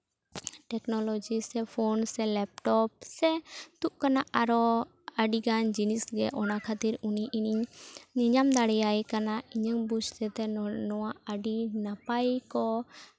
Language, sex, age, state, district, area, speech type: Santali, female, 18-30, West Bengal, Bankura, rural, spontaneous